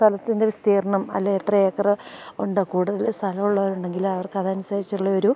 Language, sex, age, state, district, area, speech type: Malayalam, female, 45-60, Kerala, Idukki, rural, spontaneous